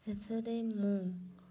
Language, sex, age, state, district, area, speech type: Odia, female, 30-45, Odisha, Mayurbhanj, rural, spontaneous